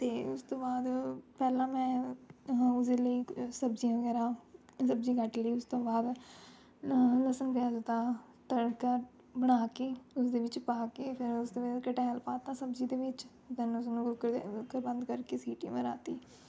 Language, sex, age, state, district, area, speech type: Punjabi, female, 18-30, Punjab, Rupnagar, rural, spontaneous